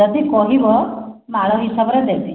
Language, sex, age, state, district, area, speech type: Odia, female, 45-60, Odisha, Khordha, rural, conversation